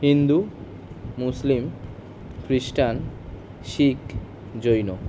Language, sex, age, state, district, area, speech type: Bengali, male, 18-30, West Bengal, Kolkata, urban, spontaneous